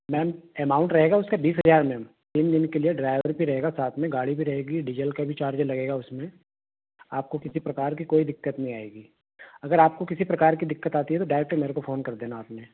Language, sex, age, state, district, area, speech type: Hindi, male, 30-45, Madhya Pradesh, Betul, urban, conversation